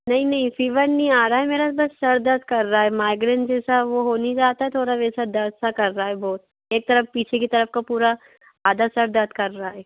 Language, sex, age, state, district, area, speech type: Hindi, female, 60+, Madhya Pradesh, Bhopal, urban, conversation